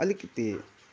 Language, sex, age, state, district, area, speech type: Nepali, male, 30-45, West Bengal, Kalimpong, rural, spontaneous